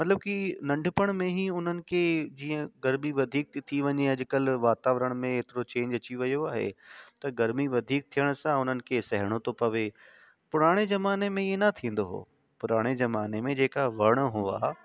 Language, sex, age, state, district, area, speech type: Sindhi, male, 30-45, Delhi, South Delhi, urban, spontaneous